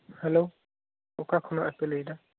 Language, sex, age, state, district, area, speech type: Santali, female, 18-30, West Bengal, Jhargram, rural, conversation